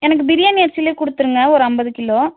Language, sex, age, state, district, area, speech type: Tamil, female, 30-45, Tamil Nadu, Nilgiris, urban, conversation